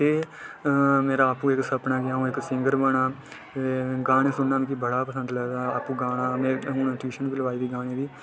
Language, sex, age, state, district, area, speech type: Dogri, male, 18-30, Jammu and Kashmir, Udhampur, rural, spontaneous